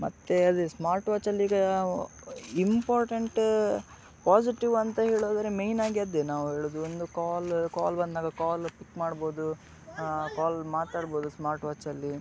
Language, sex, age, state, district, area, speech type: Kannada, male, 18-30, Karnataka, Udupi, rural, spontaneous